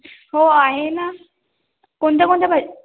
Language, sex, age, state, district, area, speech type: Marathi, female, 18-30, Maharashtra, Washim, rural, conversation